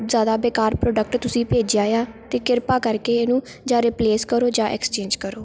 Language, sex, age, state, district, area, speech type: Punjabi, female, 18-30, Punjab, Shaheed Bhagat Singh Nagar, rural, spontaneous